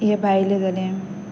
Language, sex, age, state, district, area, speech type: Goan Konkani, female, 18-30, Goa, Pernem, rural, spontaneous